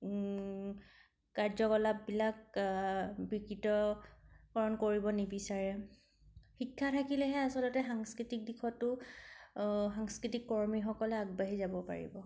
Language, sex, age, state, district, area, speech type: Assamese, female, 18-30, Assam, Kamrup Metropolitan, urban, spontaneous